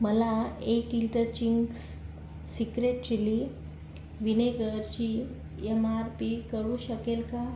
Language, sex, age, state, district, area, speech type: Marathi, female, 30-45, Maharashtra, Yavatmal, rural, read